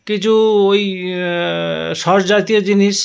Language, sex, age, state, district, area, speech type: Bengali, male, 60+, West Bengal, South 24 Parganas, rural, spontaneous